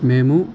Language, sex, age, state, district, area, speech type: Telugu, male, 18-30, Andhra Pradesh, Nandyal, urban, spontaneous